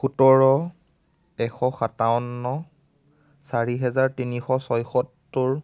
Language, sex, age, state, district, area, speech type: Assamese, male, 18-30, Assam, Biswanath, rural, spontaneous